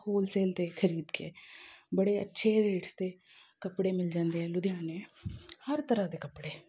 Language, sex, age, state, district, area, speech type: Punjabi, female, 30-45, Punjab, Amritsar, urban, spontaneous